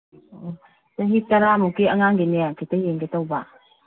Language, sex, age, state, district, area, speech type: Manipuri, female, 60+, Manipur, Kangpokpi, urban, conversation